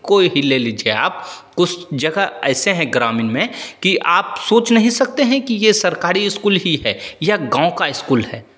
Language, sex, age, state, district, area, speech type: Hindi, male, 30-45, Bihar, Begusarai, rural, spontaneous